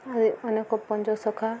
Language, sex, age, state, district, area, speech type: Odia, female, 18-30, Odisha, Subarnapur, urban, spontaneous